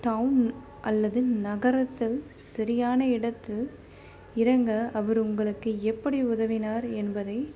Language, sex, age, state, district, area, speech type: Tamil, female, 18-30, Tamil Nadu, Chennai, urban, spontaneous